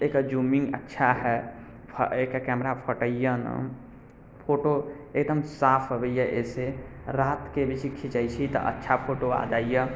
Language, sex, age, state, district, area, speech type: Maithili, male, 18-30, Bihar, Muzaffarpur, rural, spontaneous